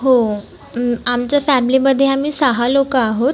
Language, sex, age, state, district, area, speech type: Marathi, female, 30-45, Maharashtra, Nagpur, urban, spontaneous